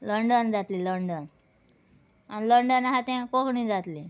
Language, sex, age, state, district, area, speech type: Goan Konkani, female, 30-45, Goa, Murmgao, rural, spontaneous